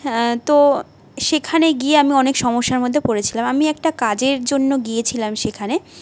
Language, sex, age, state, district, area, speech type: Bengali, female, 18-30, West Bengal, Jhargram, rural, spontaneous